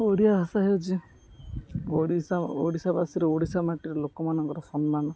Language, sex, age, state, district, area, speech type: Odia, male, 18-30, Odisha, Jagatsinghpur, rural, spontaneous